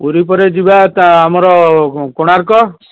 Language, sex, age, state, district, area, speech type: Odia, male, 60+, Odisha, Cuttack, urban, conversation